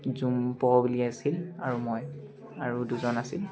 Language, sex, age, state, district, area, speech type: Assamese, male, 18-30, Assam, Dibrugarh, urban, spontaneous